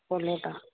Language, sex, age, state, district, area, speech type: Kannada, female, 45-60, Karnataka, Dharwad, rural, conversation